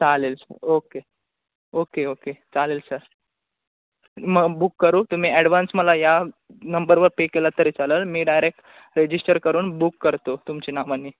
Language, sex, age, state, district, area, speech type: Marathi, male, 18-30, Maharashtra, Ratnagiri, rural, conversation